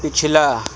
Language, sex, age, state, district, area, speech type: Urdu, male, 45-60, Uttar Pradesh, Lucknow, rural, read